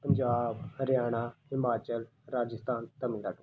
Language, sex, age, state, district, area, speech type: Punjabi, male, 30-45, Punjab, Rupnagar, rural, spontaneous